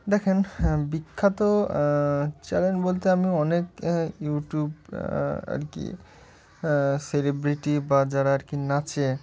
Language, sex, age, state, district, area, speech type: Bengali, male, 18-30, West Bengal, Murshidabad, urban, spontaneous